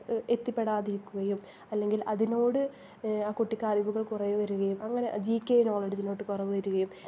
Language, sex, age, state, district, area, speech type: Malayalam, female, 18-30, Kerala, Thrissur, urban, spontaneous